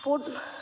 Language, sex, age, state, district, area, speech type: Marathi, female, 18-30, Maharashtra, Ahmednagar, urban, spontaneous